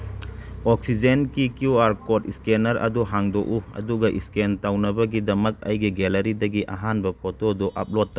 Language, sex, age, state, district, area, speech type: Manipuri, male, 30-45, Manipur, Churachandpur, rural, read